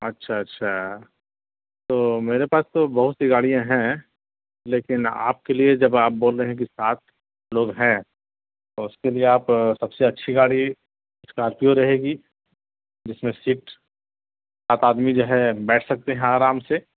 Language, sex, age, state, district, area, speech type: Urdu, female, 18-30, Bihar, Gaya, urban, conversation